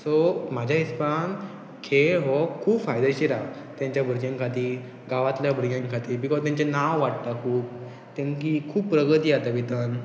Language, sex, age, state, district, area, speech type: Goan Konkani, male, 18-30, Goa, Pernem, rural, spontaneous